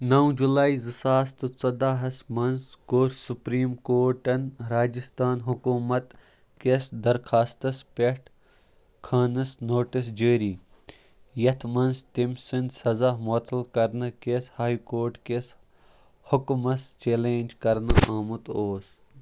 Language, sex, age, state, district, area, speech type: Kashmiri, male, 30-45, Jammu and Kashmir, Kupwara, rural, read